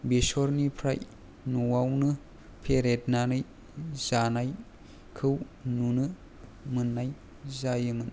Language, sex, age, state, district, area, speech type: Bodo, male, 18-30, Assam, Kokrajhar, rural, spontaneous